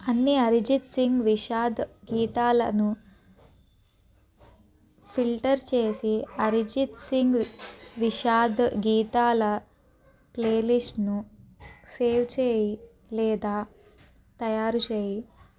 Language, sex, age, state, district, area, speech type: Telugu, female, 30-45, Andhra Pradesh, Palnadu, urban, read